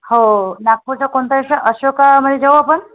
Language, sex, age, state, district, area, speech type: Marathi, female, 30-45, Maharashtra, Nagpur, urban, conversation